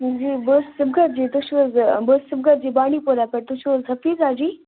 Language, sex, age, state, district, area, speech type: Kashmiri, female, 18-30, Jammu and Kashmir, Bandipora, rural, conversation